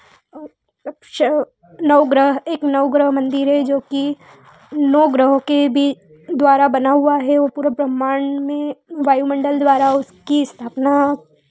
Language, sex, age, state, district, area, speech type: Hindi, female, 18-30, Madhya Pradesh, Ujjain, urban, spontaneous